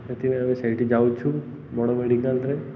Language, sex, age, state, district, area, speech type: Odia, male, 18-30, Odisha, Malkangiri, urban, spontaneous